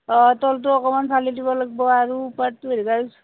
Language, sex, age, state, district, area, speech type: Assamese, female, 30-45, Assam, Nalbari, rural, conversation